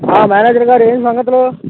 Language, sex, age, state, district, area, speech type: Telugu, male, 18-30, Andhra Pradesh, Bapatla, rural, conversation